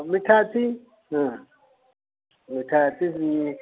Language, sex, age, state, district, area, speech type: Odia, male, 60+, Odisha, Gajapati, rural, conversation